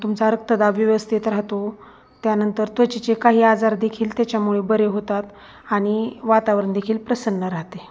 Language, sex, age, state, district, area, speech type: Marathi, female, 30-45, Maharashtra, Osmanabad, rural, spontaneous